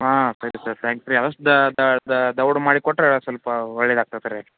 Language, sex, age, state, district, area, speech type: Kannada, male, 30-45, Karnataka, Belgaum, rural, conversation